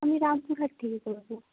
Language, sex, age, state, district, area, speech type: Bengali, female, 18-30, West Bengal, Murshidabad, rural, conversation